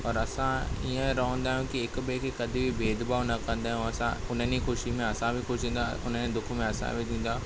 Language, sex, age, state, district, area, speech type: Sindhi, male, 18-30, Maharashtra, Thane, urban, spontaneous